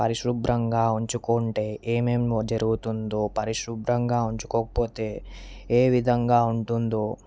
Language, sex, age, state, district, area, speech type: Telugu, male, 18-30, Telangana, Vikarabad, urban, spontaneous